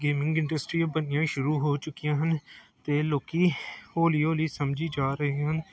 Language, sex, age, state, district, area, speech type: Punjabi, male, 18-30, Punjab, Gurdaspur, urban, spontaneous